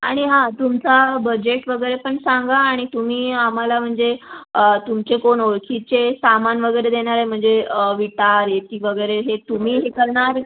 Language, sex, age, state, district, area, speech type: Marathi, female, 18-30, Maharashtra, Raigad, rural, conversation